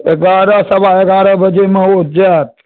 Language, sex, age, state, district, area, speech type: Maithili, male, 60+, Bihar, Madhubani, rural, conversation